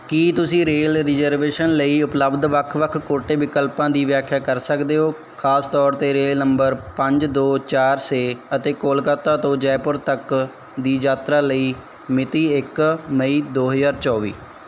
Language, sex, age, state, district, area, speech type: Punjabi, male, 18-30, Punjab, Barnala, rural, read